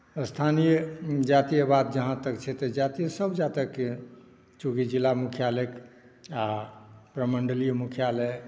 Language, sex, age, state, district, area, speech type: Maithili, male, 60+, Bihar, Saharsa, urban, spontaneous